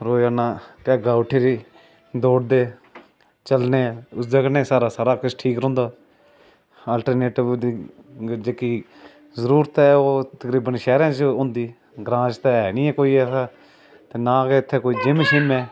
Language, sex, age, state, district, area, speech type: Dogri, male, 30-45, Jammu and Kashmir, Udhampur, rural, spontaneous